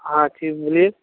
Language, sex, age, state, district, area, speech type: Hindi, male, 18-30, Uttar Pradesh, Mirzapur, urban, conversation